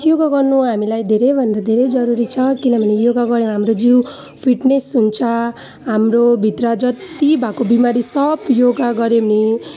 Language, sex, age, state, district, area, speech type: Nepali, female, 18-30, West Bengal, Alipurduar, urban, spontaneous